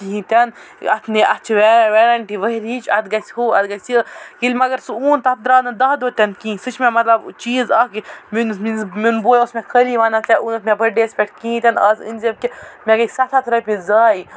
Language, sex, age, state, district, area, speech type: Kashmiri, female, 30-45, Jammu and Kashmir, Baramulla, rural, spontaneous